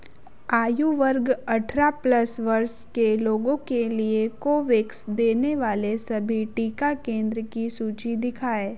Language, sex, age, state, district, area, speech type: Hindi, female, 30-45, Madhya Pradesh, Betul, rural, read